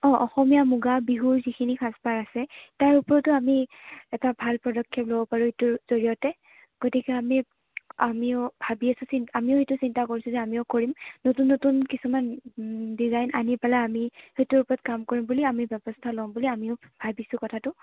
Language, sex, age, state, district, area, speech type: Assamese, female, 18-30, Assam, Goalpara, urban, conversation